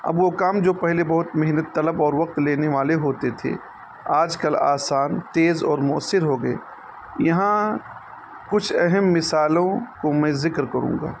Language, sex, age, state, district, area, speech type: Urdu, male, 30-45, Uttar Pradesh, Balrampur, rural, spontaneous